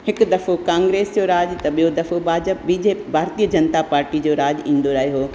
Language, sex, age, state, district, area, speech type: Sindhi, female, 60+, Rajasthan, Ajmer, urban, spontaneous